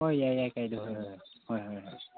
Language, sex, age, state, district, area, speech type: Manipuri, male, 30-45, Manipur, Chandel, rural, conversation